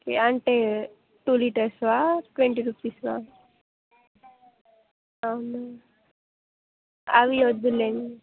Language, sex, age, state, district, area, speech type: Telugu, female, 18-30, Telangana, Jayashankar, urban, conversation